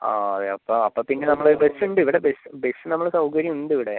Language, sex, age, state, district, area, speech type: Malayalam, male, 30-45, Kerala, Palakkad, rural, conversation